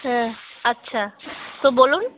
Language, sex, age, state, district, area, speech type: Bengali, female, 30-45, West Bengal, Murshidabad, urban, conversation